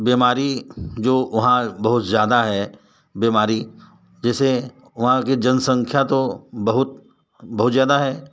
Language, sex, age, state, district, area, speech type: Hindi, male, 45-60, Uttar Pradesh, Varanasi, rural, spontaneous